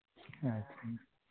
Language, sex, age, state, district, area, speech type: Santali, male, 30-45, Jharkhand, East Singhbhum, rural, conversation